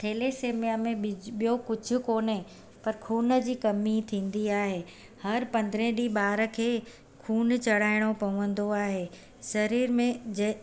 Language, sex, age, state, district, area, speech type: Sindhi, female, 45-60, Gujarat, Surat, urban, spontaneous